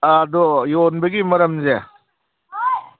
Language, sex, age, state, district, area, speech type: Manipuri, male, 45-60, Manipur, Kangpokpi, urban, conversation